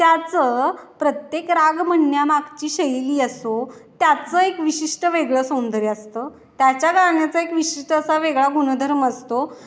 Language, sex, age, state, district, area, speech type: Marathi, female, 18-30, Maharashtra, Satara, urban, spontaneous